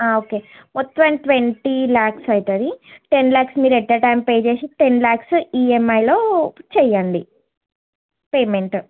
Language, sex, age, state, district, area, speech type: Telugu, female, 18-30, Andhra Pradesh, Srikakulam, urban, conversation